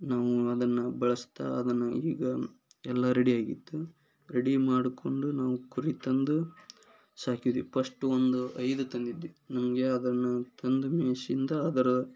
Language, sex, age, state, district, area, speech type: Kannada, male, 30-45, Karnataka, Gadag, rural, spontaneous